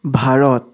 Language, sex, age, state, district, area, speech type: Assamese, male, 18-30, Assam, Sivasagar, rural, spontaneous